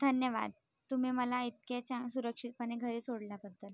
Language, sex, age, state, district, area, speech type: Marathi, female, 30-45, Maharashtra, Nagpur, urban, spontaneous